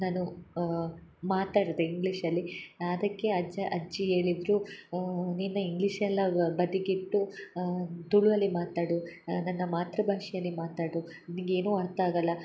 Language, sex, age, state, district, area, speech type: Kannada, female, 18-30, Karnataka, Hassan, urban, spontaneous